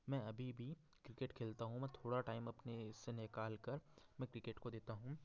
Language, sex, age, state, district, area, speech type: Hindi, male, 30-45, Madhya Pradesh, Betul, rural, spontaneous